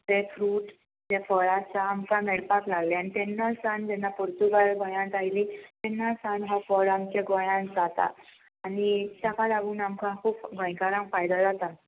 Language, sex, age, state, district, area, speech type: Goan Konkani, female, 18-30, Goa, Salcete, rural, conversation